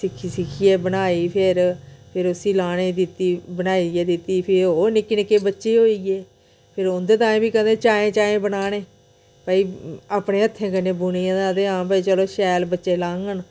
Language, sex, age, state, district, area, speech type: Dogri, female, 45-60, Jammu and Kashmir, Udhampur, rural, spontaneous